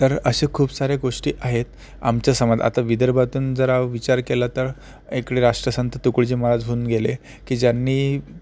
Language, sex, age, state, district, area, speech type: Marathi, male, 18-30, Maharashtra, Akola, rural, spontaneous